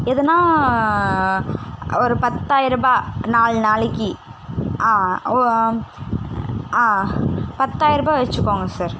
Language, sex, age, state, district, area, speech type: Tamil, female, 18-30, Tamil Nadu, Chennai, urban, spontaneous